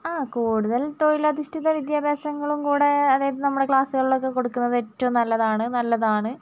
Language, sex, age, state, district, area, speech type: Malayalam, female, 45-60, Kerala, Wayanad, rural, spontaneous